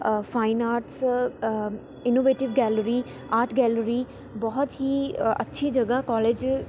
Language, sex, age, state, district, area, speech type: Punjabi, female, 18-30, Punjab, Tarn Taran, urban, spontaneous